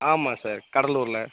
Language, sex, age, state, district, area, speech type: Tamil, male, 30-45, Tamil Nadu, Tiruvarur, rural, conversation